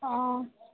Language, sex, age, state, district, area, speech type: Assamese, female, 18-30, Assam, Sivasagar, rural, conversation